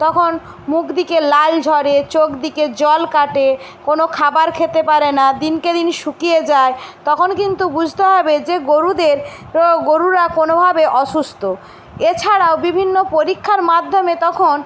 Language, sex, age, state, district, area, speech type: Bengali, female, 18-30, West Bengal, Jhargram, rural, spontaneous